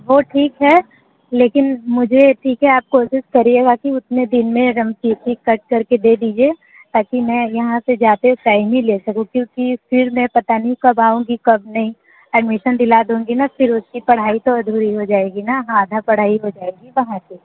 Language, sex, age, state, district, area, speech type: Hindi, female, 30-45, Uttar Pradesh, Sonbhadra, rural, conversation